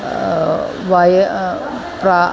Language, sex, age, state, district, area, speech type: Sanskrit, female, 45-60, Kerala, Ernakulam, urban, spontaneous